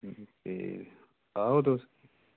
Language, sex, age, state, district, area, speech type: Dogri, male, 30-45, Jammu and Kashmir, Udhampur, rural, conversation